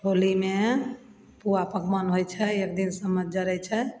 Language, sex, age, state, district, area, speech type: Maithili, female, 45-60, Bihar, Begusarai, rural, spontaneous